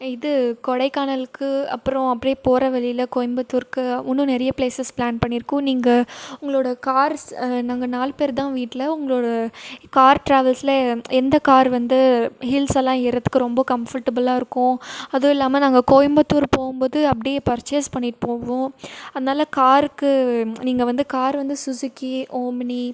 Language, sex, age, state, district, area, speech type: Tamil, female, 18-30, Tamil Nadu, Krishnagiri, rural, spontaneous